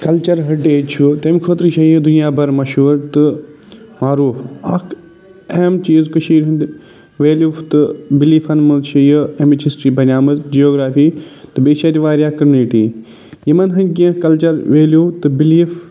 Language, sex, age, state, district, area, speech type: Kashmiri, male, 45-60, Jammu and Kashmir, Budgam, urban, spontaneous